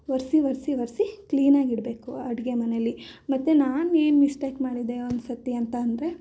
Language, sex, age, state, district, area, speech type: Kannada, female, 18-30, Karnataka, Mysore, urban, spontaneous